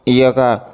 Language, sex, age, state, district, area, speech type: Telugu, male, 60+, Andhra Pradesh, East Godavari, rural, spontaneous